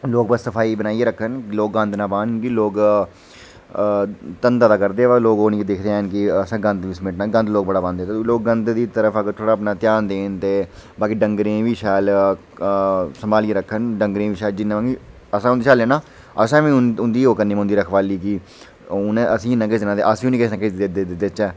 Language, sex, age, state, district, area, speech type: Dogri, male, 30-45, Jammu and Kashmir, Udhampur, urban, spontaneous